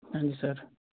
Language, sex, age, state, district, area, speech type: Punjabi, male, 30-45, Punjab, Fazilka, rural, conversation